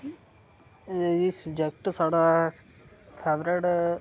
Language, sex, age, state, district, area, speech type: Dogri, male, 30-45, Jammu and Kashmir, Reasi, rural, spontaneous